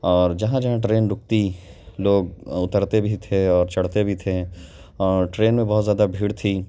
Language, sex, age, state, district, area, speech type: Urdu, male, 30-45, Uttar Pradesh, Lucknow, urban, spontaneous